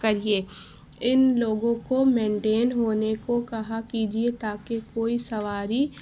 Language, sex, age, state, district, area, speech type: Urdu, female, 30-45, Uttar Pradesh, Lucknow, rural, spontaneous